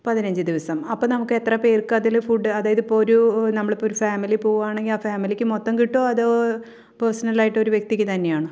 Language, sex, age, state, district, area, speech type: Malayalam, female, 30-45, Kerala, Thrissur, urban, spontaneous